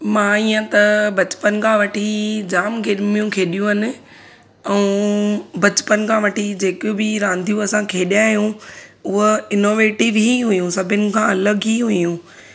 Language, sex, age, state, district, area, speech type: Sindhi, female, 18-30, Gujarat, Surat, urban, spontaneous